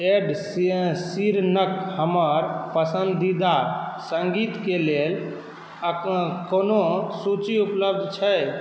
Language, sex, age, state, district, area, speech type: Maithili, male, 18-30, Bihar, Saharsa, rural, read